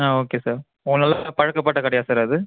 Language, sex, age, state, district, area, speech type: Tamil, male, 18-30, Tamil Nadu, Viluppuram, urban, conversation